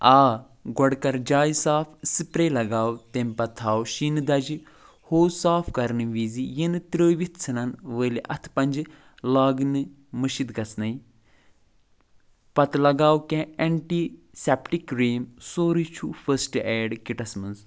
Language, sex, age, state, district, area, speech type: Kashmiri, male, 45-60, Jammu and Kashmir, Budgam, rural, read